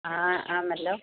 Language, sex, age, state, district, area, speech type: Malayalam, female, 45-60, Kerala, Pathanamthitta, rural, conversation